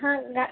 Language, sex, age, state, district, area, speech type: Kannada, female, 18-30, Karnataka, Gadag, urban, conversation